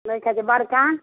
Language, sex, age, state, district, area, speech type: Maithili, female, 18-30, Bihar, Madhubani, rural, conversation